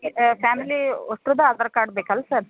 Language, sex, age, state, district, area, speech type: Kannada, female, 30-45, Karnataka, Koppal, rural, conversation